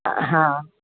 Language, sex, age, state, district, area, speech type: Sindhi, female, 60+, Rajasthan, Ajmer, urban, conversation